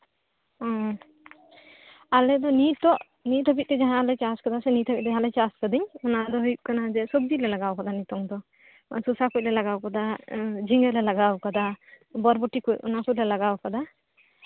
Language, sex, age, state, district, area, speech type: Santali, female, 30-45, West Bengal, Birbhum, rural, conversation